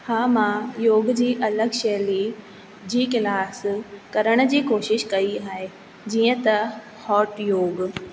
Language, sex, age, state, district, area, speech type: Sindhi, female, 18-30, Rajasthan, Ajmer, urban, spontaneous